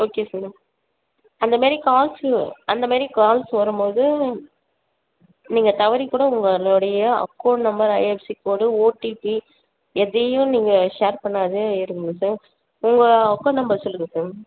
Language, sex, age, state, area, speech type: Tamil, female, 30-45, Tamil Nadu, urban, conversation